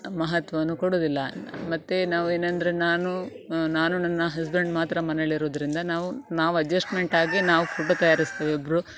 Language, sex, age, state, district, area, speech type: Kannada, female, 30-45, Karnataka, Dakshina Kannada, rural, spontaneous